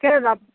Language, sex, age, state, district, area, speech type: Assamese, female, 30-45, Assam, Jorhat, urban, conversation